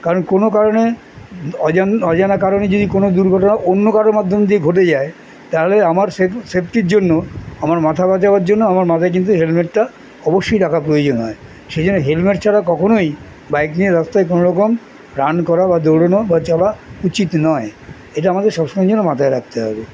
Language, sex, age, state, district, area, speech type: Bengali, male, 60+, West Bengal, Kolkata, urban, spontaneous